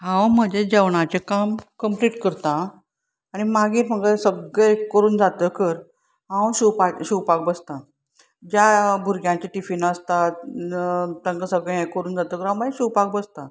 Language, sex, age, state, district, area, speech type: Goan Konkani, female, 45-60, Goa, Salcete, urban, spontaneous